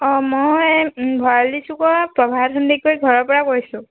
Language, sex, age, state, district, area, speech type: Assamese, female, 18-30, Assam, Dhemaji, urban, conversation